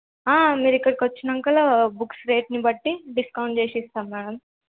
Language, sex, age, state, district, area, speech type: Telugu, female, 18-30, Telangana, Suryapet, urban, conversation